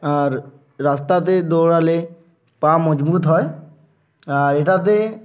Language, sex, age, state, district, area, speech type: Bengali, male, 18-30, West Bengal, Uttar Dinajpur, urban, spontaneous